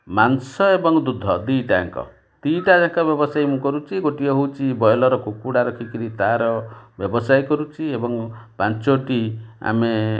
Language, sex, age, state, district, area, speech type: Odia, male, 45-60, Odisha, Kendrapara, urban, spontaneous